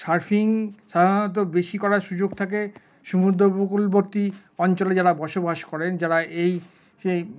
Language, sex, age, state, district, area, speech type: Bengali, male, 60+, West Bengal, Paschim Bardhaman, urban, spontaneous